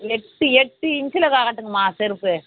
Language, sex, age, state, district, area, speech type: Tamil, female, 30-45, Tamil Nadu, Vellore, urban, conversation